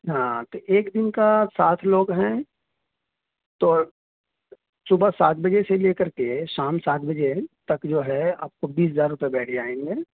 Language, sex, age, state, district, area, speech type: Urdu, male, 30-45, Uttar Pradesh, Gautam Buddha Nagar, urban, conversation